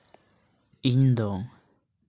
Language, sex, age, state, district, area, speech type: Santali, male, 18-30, West Bengal, Bankura, rural, spontaneous